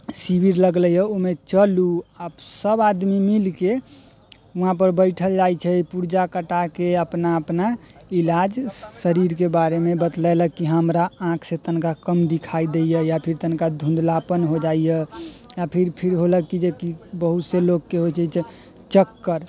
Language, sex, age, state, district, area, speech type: Maithili, male, 18-30, Bihar, Muzaffarpur, rural, spontaneous